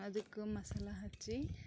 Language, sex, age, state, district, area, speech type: Kannada, female, 18-30, Karnataka, Bidar, rural, spontaneous